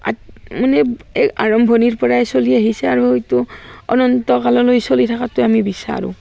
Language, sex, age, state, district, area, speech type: Assamese, female, 45-60, Assam, Barpeta, rural, spontaneous